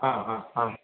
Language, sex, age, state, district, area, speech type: Marathi, male, 60+, Maharashtra, Sindhudurg, rural, conversation